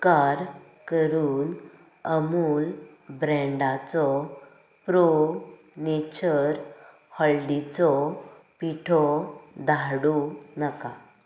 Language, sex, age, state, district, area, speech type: Goan Konkani, female, 18-30, Goa, Canacona, rural, read